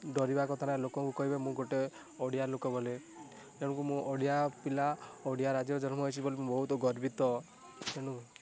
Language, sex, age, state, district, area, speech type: Odia, male, 18-30, Odisha, Rayagada, rural, spontaneous